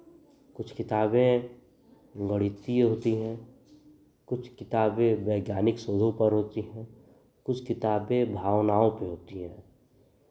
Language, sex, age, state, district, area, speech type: Hindi, male, 30-45, Uttar Pradesh, Chandauli, rural, spontaneous